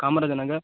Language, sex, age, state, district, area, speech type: Tamil, male, 18-30, Tamil Nadu, Nagapattinam, rural, conversation